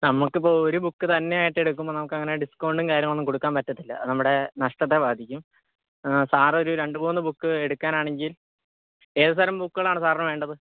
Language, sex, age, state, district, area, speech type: Malayalam, male, 18-30, Kerala, Kottayam, rural, conversation